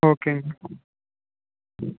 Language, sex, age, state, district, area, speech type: Tamil, male, 18-30, Tamil Nadu, Erode, rural, conversation